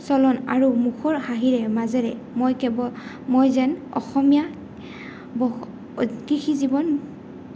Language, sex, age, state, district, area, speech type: Assamese, female, 18-30, Assam, Goalpara, urban, spontaneous